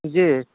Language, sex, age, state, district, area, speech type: Urdu, male, 30-45, Bihar, Purnia, rural, conversation